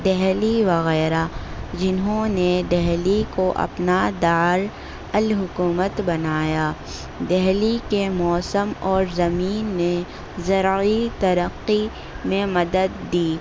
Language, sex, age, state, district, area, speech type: Urdu, female, 18-30, Delhi, North East Delhi, urban, spontaneous